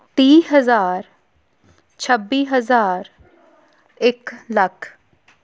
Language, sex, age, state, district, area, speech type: Punjabi, female, 18-30, Punjab, Tarn Taran, rural, spontaneous